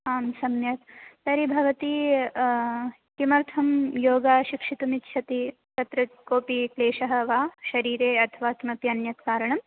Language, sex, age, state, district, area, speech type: Sanskrit, female, 18-30, Telangana, Medchal, urban, conversation